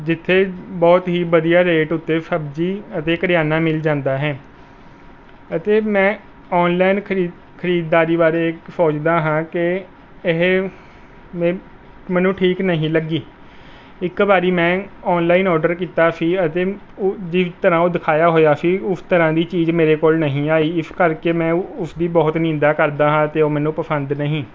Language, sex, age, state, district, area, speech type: Punjabi, male, 18-30, Punjab, Rupnagar, rural, spontaneous